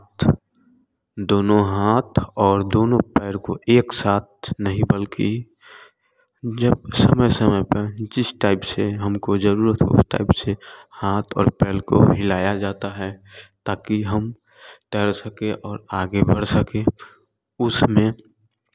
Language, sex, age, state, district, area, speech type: Hindi, male, 18-30, Bihar, Samastipur, rural, spontaneous